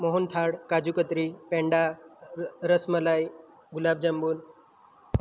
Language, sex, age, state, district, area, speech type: Gujarati, male, 18-30, Gujarat, Valsad, rural, spontaneous